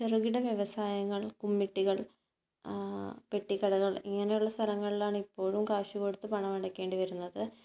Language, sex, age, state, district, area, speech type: Malayalam, female, 18-30, Kerala, Kannur, rural, spontaneous